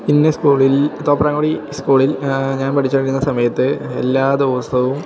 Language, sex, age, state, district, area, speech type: Malayalam, male, 18-30, Kerala, Idukki, rural, spontaneous